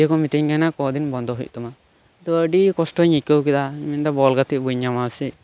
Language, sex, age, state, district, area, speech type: Santali, male, 18-30, West Bengal, Birbhum, rural, spontaneous